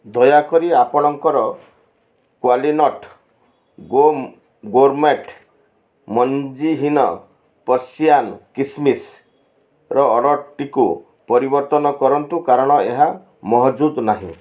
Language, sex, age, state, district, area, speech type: Odia, male, 60+, Odisha, Balasore, rural, read